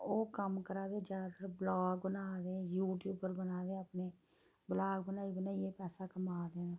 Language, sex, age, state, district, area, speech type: Dogri, female, 30-45, Jammu and Kashmir, Reasi, rural, spontaneous